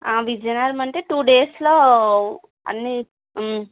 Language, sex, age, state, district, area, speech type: Telugu, female, 30-45, Andhra Pradesh, Vizianagaram, rural, conversation